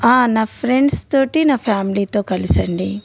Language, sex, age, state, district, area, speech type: Telugu, female, 30-45, Telangana, Ranga Reddy, urban, spontaneous